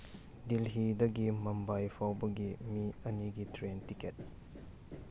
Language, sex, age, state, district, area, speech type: Manipuri, male, 18-30, Manipur, Churachandpur, rural, read